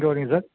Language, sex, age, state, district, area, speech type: Tamil, male, 60+, Tamil Nadu, Nilgiris, rural, conversation